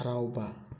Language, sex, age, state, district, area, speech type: Manipuri, male, 30-45, Manipur, Thoubal, rural, read